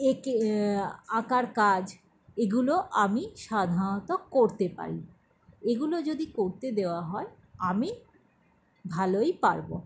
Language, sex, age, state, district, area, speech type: Bengali, female, 60+, West Bengal, Paschim Bardhaman, rural, spontaneous